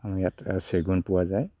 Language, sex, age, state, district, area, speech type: Assamese, male, 60+, Assam, Kamrup Metropolitan, urban, spontaneous